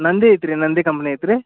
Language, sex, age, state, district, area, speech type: Kannada, male, 18-30, Karnataka, Dharwad, rural, conversation